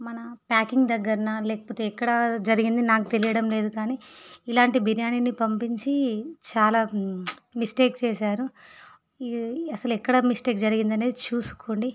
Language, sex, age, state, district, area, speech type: Telugu, female, 45-60, Andhra Pradesh, Visakhapatnam, urban, spontaneous